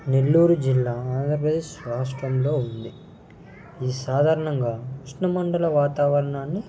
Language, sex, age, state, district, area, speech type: Telugu, male, 18-30, Andhra Pradesh, Nellore, rural, spontaneous